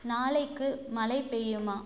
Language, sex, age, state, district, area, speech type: Tamil, female, 18-30, Tamil Nadu, Tiruchirappalli, rural, read